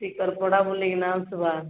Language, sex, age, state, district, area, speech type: Odia, female, 45-60, Odisha, Angul, rural, conversation